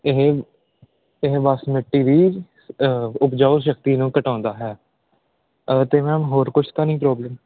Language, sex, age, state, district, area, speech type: Punjabi, male, 18-30, Punjab, Patiala, urban, conversation